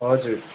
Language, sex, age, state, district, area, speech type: Nepali, male, 18-30, West Bengal, Darjeeling, rural, conversation